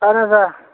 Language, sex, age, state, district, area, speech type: Kashmiri, male, 30-45, Jammu and Kashmir, Bandipora, rural, conversation